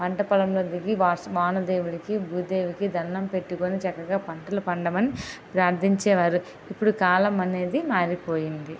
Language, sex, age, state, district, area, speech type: Telugu, female, 18-30, Andhra Pradesh, Vizianagaram, rural, spontaneous